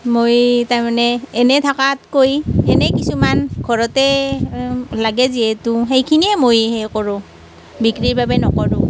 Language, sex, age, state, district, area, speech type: Assamese, female, 45-60, Assam, Nalbari, rural, spontaneous